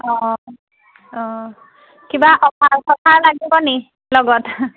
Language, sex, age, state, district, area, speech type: Assamese, female, 18-30, Assam, Majuli, urban, conversation